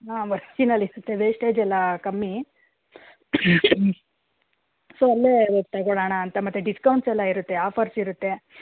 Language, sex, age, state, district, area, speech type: Kannada, female, 30-45, Karnataka, Bangalore Rural, rural, conversation